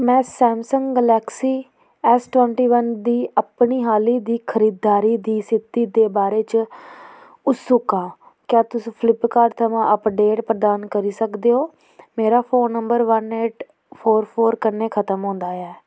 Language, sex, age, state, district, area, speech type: Dogri, female, 18-30, Jammu and Kashmir, Kathua, rural, read